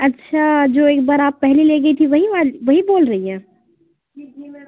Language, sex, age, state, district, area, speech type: Urdu, female, 60+, Uttar Pradesh, Lucknow, urban, conversation